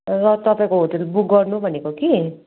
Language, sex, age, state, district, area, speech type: Nepali, female, 45-60, West Bengal, Darjeeling, rural, conversation